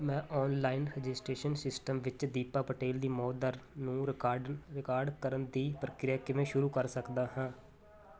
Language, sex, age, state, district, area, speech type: Punjabi, male, 30-45, Punjab, Muktsar, rural, read